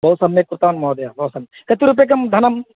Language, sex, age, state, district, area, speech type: Sanskrit, male, 30-45, Karnataka, Vijayapura, urban, conversation